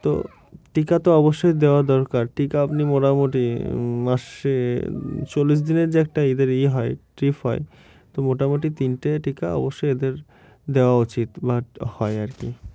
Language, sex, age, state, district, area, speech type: Bengali, male, 18-30, West Bengal, Murshidabad, urban, spontaneous